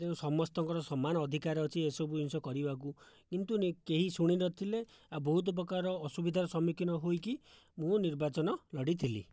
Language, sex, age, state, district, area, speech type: Odia, male, 60+, Odisha, Jajpur, rural, spontaneous